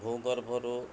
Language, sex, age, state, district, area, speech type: Odia, male, 45-60, Odisha, Mayurbhanj, rural, spontaneous